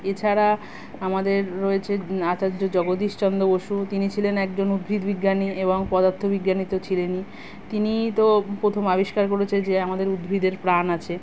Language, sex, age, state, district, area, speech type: Bengali, female, 30-45, West Bengal, Kolkata, urban, spontaneous